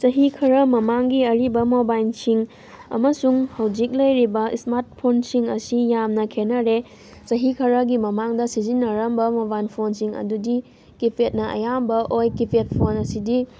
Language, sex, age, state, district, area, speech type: Manipuri, female, 18-30, Manipur, Thoubal, rural, spontaneous